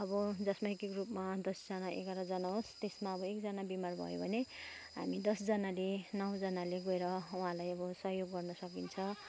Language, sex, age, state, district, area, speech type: Nepali, female, 30-45, West Bengal, Kalimpong, rural, spontaneous